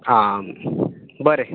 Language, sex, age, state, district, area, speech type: Goan Konkani, male, 30-45, Goa, Canacona, rural, conversation